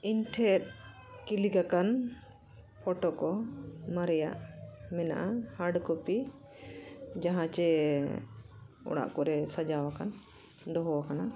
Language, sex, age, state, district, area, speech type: Santali, female, 45-60, Jharkhand, Bokaro, rural, spontaneous